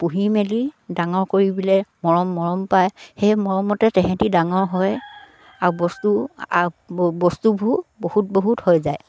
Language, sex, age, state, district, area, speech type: Assamese, female, 60+, Assam, Dibrugarh, rural, spontaneous